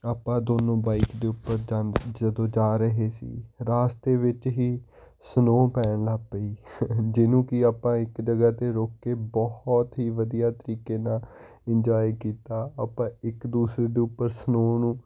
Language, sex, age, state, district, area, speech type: Punjabi, male, 18-30, Punjab, Hoshiarpur, urban, spontaneous